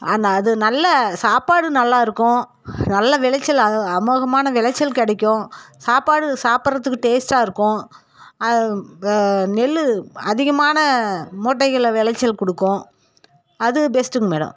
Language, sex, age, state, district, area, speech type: Tamil, female, 45-60, Tamil Nadu, Dharmapuri, rural, spontaneous